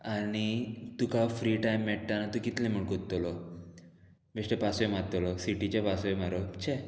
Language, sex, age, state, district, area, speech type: Goan Konkani, male, 18-30, Goa, Murmgao, rural, spontaneous